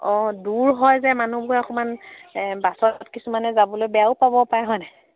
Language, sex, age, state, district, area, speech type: Assamese, female, 30-45, Assam, Sivasagar, rural, conversation